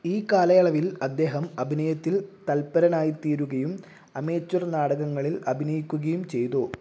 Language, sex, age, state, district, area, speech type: Malayalam, male, 18-30, Kerala, Kozhikode, urban, read